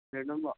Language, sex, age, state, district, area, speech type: Urdu, male, 45-60, Delhi, South Delhi, urban, conversation